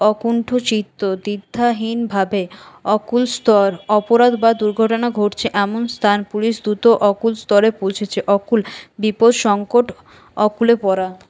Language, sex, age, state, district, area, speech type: Bengali, female, 18-30, West Bengal, Paschim Bardhaman, urban, spontaneous